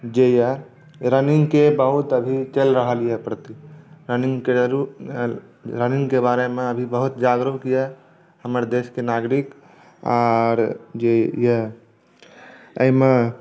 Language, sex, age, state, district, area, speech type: Maithili, male, 30-45, Bihar, Saharsa, urban, spontaneous